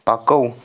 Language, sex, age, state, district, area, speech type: Kashmiri, male, 18-30, Jammu and Kashmir, Anantnag, rural, read